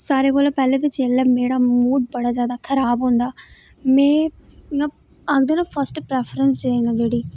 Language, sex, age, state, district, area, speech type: Dogri, female, 18-30, Jammu and Kashmir, Reasi, rural, spontaneous